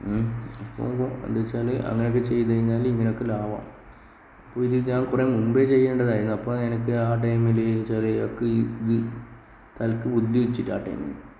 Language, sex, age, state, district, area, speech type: Malayalam, male, 18-30, Kerala, Kasaragod, rural, spontaneous